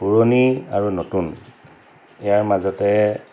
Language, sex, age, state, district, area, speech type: Assamese, male, 45-60, Assam, Dhemaji, rural, spontaneous